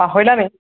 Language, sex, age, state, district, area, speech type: Assamese, female, 30-45, Assam, Lakhimpur, rural, conversation